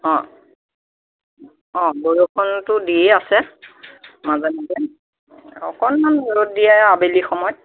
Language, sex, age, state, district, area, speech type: Assamese, female, 60+, Assam, Nagaon, rural, conversation